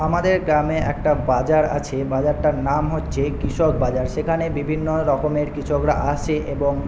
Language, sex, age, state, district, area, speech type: Bengali, male, 18-30, West Bengal, Paschim Medinipur, rural, spontaneous